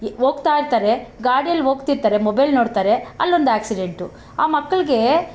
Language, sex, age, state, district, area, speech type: Kannada, female, 45-60, Karnataka, Bangalore Rural, rural, spontaneous